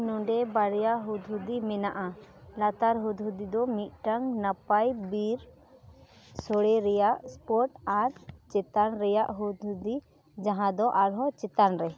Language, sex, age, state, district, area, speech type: Santali, female, 18-30, West Bengal, Dakshin Dinajpur, rural, read